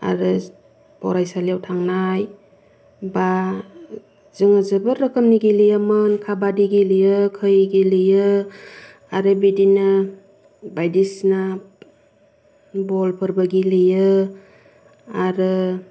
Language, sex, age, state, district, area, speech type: Bodo, female, 30-45, Assam, Kokrajhar, urban, spontaneous